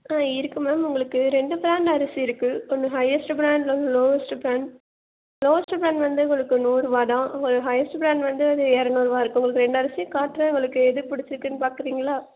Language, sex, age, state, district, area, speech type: Tamil, female, 18-30, Tamil Nadu, Nagapattinam, rural, conversation